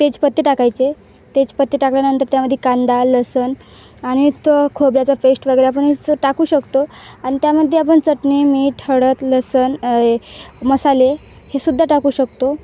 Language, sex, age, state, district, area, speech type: Marathi, female, 18-30, Maharashtra, Wardha, rural, spontaneous